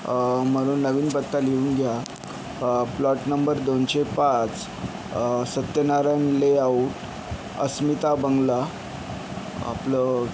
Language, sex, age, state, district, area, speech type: Marathi, male, 60+, Maharashtra, Yavatmal, urban, spontaneous